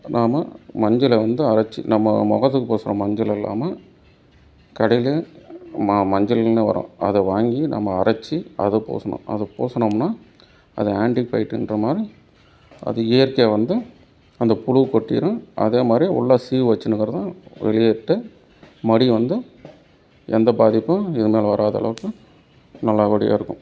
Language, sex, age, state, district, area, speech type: Tamil, male, 30-45, Tamil Nadu, Dharmapuri, urban, spontaneous